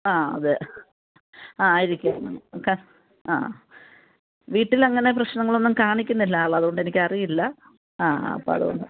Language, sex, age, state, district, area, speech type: Malayalam, female, 45-60, Kerala, Alappuzha, rural, conversation